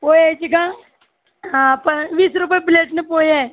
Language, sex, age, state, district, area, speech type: Marathi, female, 30-45, Maharashtra, Buldhana, rural, conversation